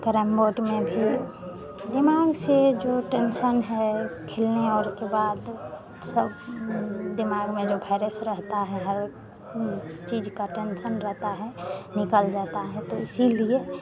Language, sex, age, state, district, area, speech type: Hindi, female, 45-60, Bihar, Madhepura, rural, spontaneous